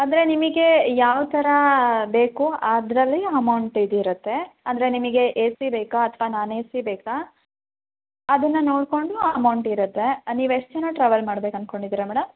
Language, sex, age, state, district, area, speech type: Kannada, female, 18-30, Karnataka, Hassan, rural, conversation